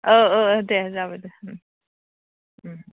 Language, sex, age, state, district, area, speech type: Bodo, female, 60+, Assam, Udalguri, rural, conversation